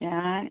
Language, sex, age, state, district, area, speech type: Malayalam, female, 60+, Kerala, Malappuram, rural, conversation